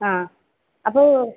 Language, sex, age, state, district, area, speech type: Malayalam, female, 30-45, Kerala, Kasaragod, rural, conversation